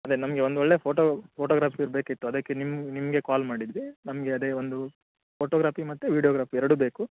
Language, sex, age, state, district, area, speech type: Kannada, male, 30-45, Karnataka, Udupi, urban, conversation